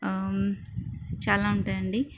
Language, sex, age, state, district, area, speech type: Telugu, female, 30-45, Telangana, Mancherial, rural, spontaneous